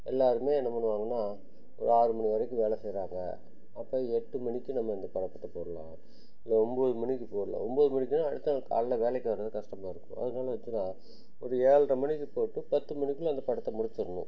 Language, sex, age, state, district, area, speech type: Tamil, male, 60+, Tamil Nadu, Dharmapuri, rural, spontaneous